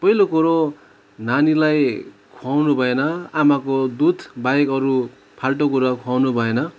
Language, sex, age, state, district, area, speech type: Nepali, male, 30-45, West Bengal, Kalimpong, rural, spontaneous